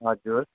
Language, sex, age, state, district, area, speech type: Nepali, male, 18-30, West Bengal, Kalimpong, rural, conversation